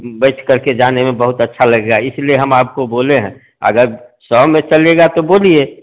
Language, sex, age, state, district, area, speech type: Hindi, male, 45-60, Bihar, Samastipur, urban, conversation